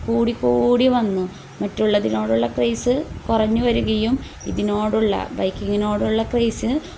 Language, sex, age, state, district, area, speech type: Malayalam, female, 30-45, Kerala, Kozhikode, rural, spontaneous